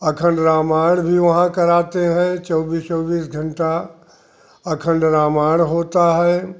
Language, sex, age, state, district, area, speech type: Hindi, male, 60+, Uttar Pradesh, Jaunpur, rural, spontaneous